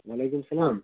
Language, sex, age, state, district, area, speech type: Kashmiri, male, 60+, Jammu and Kashmir, Budgam, rural, conversation